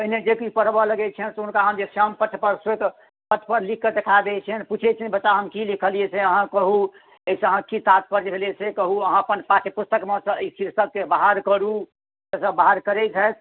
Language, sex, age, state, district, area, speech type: Maithili, male, 60+, Bihar, Madhubani, urban, conversation